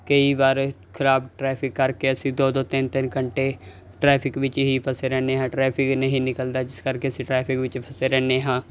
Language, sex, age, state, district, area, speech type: Punjabi, male, 18-30, Punjab, Muktsar, urban, spontaneous